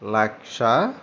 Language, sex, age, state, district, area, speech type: Telugu, male, 18-30, Andhra Pradesh, Eluru, urban, spontaneous